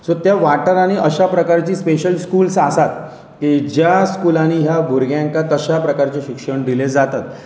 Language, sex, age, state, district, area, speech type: Goan Konkani, male, 30-45, Goa, Pernem, rural, spontaneous